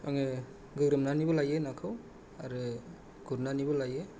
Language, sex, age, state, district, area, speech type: Bodo, male, 30-45, Assam, Kokrajhar, rural, spontaneous